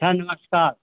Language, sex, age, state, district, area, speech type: Hindi, male, 60+, Uttar Pradesh, Hardoi, rural, conversation